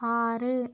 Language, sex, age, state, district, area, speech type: Malayalam, female, 30-45, Kerala, Kozhikode, urban, read